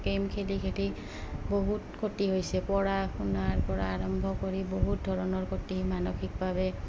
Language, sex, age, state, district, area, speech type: Assamese, female, 30-45, Assam, Goalpara, rural, spontaneous